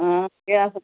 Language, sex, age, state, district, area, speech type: Dogri, female, 45-60, Jammu and Kashmir, Udhampur, urban, conversation